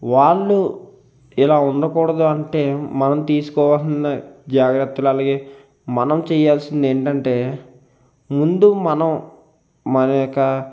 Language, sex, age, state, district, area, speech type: Telugu, male, 30-45, Andhra Pradesh, Konaseema, rural, spontaneous